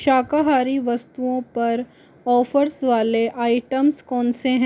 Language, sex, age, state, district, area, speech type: Hindi, female, 45-60, Rajasthan, Jaipur, urban, read